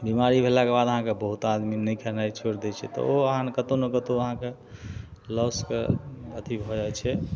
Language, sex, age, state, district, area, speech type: Maithili, male, 45-60, Bihar, Madhubani, rural, spontaneous